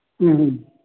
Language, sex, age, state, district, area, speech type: Manipuri, male, 60+, Manipur, Thoubal, rural, conversation